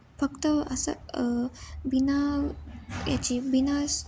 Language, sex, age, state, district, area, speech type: Marathi, female, 18-30, Maharashtra, Ahmednagar, urban, spontaneous